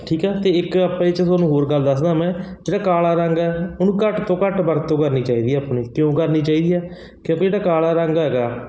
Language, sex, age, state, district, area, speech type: Punjabi, male, 30-45, Punjab, Barnala, rural, spontaneous